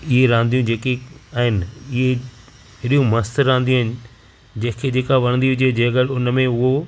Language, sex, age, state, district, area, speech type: Sindhi, male, 45-60, Maharashtra, Thane, urban, spontaneous